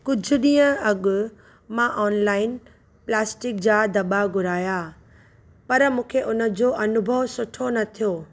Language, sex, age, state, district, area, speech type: Sindhi, female, 45-60, Maharashtra, Thane, urban, spontaneous